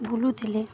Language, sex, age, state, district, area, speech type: Odia, female, 18-30, Odisha, Balangir, urban, spontaneous